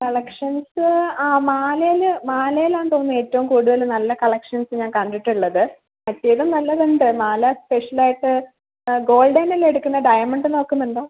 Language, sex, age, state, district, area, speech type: Malayalam, female, 18-30, Kerala, Kasaragod, rural, conversation